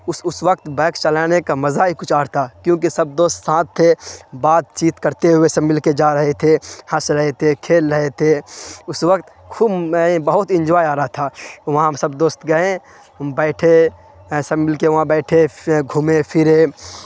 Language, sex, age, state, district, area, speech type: Urdu, male, 18-30, Bihar, Khagaria, rural, spontaneous